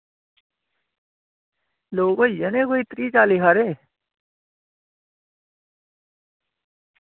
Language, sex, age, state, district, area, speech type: Dogri, male, 18-30, Jammu and Kashmir, Udhampur, rural, conversation